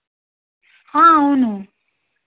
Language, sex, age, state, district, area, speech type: Telugu, female, 30-45, Andhra Pradesh, N T Rama Rao, urban, conversation